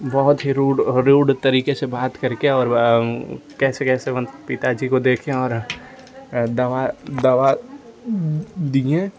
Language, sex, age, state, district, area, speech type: Hindi, male, 18-30, Uttar Pradesh, Ghazipur, urban, spontaneous